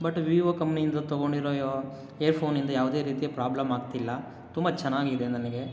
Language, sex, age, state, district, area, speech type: Kannada, male, 18-30, Karnataka, Kolar, rural, spontaneous